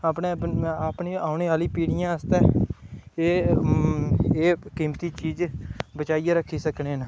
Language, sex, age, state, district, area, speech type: Dogri, male, 18-30, Jammu and Kashmir, Udhampur, rural, spontaneous